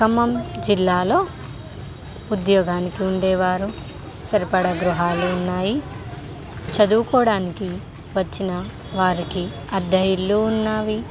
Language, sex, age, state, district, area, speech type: Telugu, female, 18-30, Telangana, Khammam, urban, spontaneous